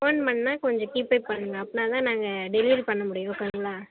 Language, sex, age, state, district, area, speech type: Tamil, female, 18-30, Tamil Nadu, Kallakurichi, rural, conversation